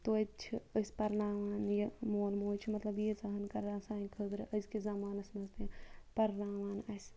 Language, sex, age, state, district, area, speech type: Kashmiri, female, 30-45, Jammu and Kashmir, Ganderbal, rural, spontaneous